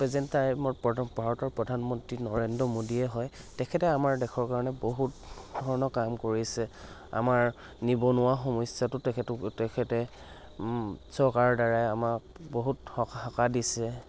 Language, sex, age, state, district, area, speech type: Assamese, male, 45-60, Assam, Dhemaji, rural, spontaneous